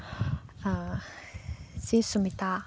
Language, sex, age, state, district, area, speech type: Manipuri, female, 18-30, Manipur, Chandel, rural, spontaneous